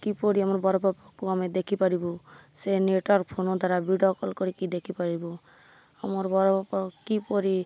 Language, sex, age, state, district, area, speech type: Odia, female, 30-45, Odisha, Malkangiri, urban, spontaneous